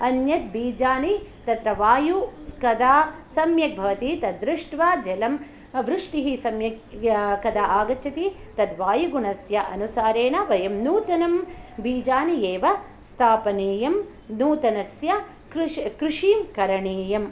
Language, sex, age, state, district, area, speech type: Sanskrit, female, 45-60, Karnataka, Hassan, rural, spontaneous